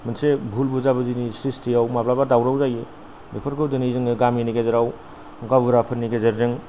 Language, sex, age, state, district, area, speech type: Bodo, male, 45-60, Assam, Kokrajhar, rural, spontaneous